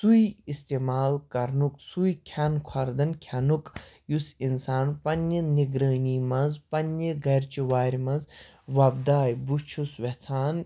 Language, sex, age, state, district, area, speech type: Kashmiri, male, 30-45, Jammu and Kashmir, Baramulla, urban, spontaneous